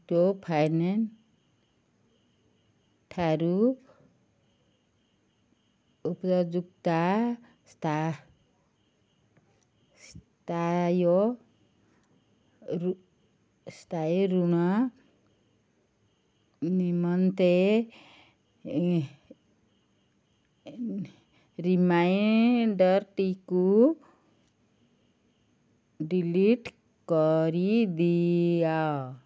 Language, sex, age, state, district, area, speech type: Odia, female, 30-45, Odisha, Ganjam, urban, read